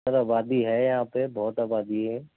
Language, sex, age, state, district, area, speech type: Urdu, male, 60+, Uttar Pradesh, Gautam Buddha Nagar, urban, conversation